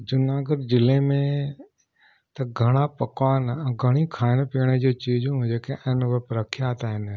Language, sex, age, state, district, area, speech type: Sindhi, male, 45-60, Gujarat, Junagadh, urban, spontaneous